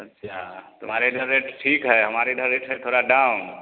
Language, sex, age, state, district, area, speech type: Hindi, male, 30-45, Bihar, Vaishali, urban, conversation